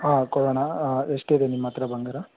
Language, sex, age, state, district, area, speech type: Kannada, male, 18-30, Karnataka, Tumkur, urban, conversation